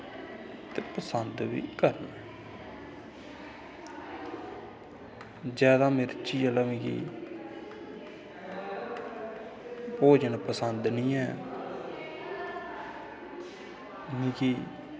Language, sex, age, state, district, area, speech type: Dogri, male, 30-45, Jammu and Kashmir, Kathua, rural, spontaneous